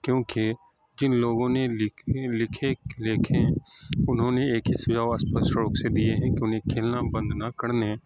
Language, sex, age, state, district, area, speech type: Urdu, male, 18-30, Bihar, Saharsa, rural, spontaneous